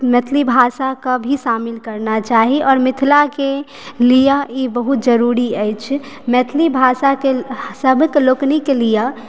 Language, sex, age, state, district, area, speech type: Maithili, female, 18-30, Bihar, Supaul, rural, spontaneous